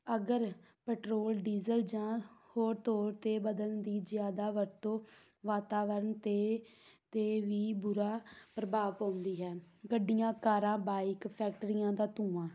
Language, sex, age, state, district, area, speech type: Punjabi, female, 18-30, Punjab, Tarn Taran, rural, spontaneous